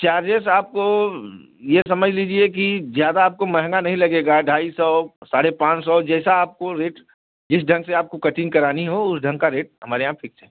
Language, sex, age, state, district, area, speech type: Hindi, male, 45-60, Uttar Pradesh, Bhadohi, urban, conversation